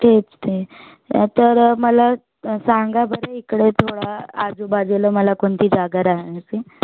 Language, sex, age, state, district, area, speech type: Marathi, female, 18-30, Maharashtra, Nagpur, urban, conversation